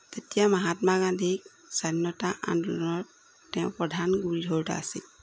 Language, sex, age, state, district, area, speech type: Assamese, female, 45-60, Assam, Jorhat, urban, spontaneous